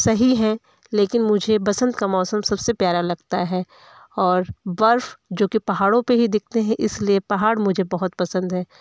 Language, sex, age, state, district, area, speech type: Hindi, female, 30-45, Uttar Pradesh, Varanasi, urban, spontaneous